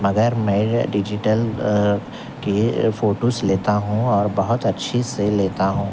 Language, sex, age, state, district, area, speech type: Urdu, male, 45-60, Telangana, Hyderabad, urban, spontaneous